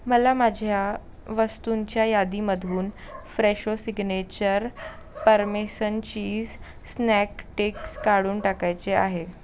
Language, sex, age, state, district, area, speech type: Marathi, female, 18-30, Maharashtra, Mumbai Suburban, urban, read